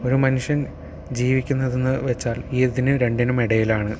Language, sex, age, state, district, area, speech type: Malayalam, male, 18-30, Kerala, Thiruvananthapuram, urban, spontaneous